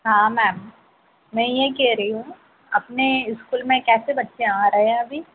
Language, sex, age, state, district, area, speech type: Hindi, female, 18-30, Madhya Pradesh, Harda, urban, conversation